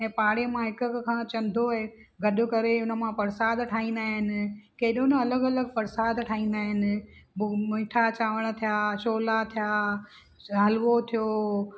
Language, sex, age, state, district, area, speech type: Sindhi, female, 45-60, Maharashtra, Thane, urban, spontaneous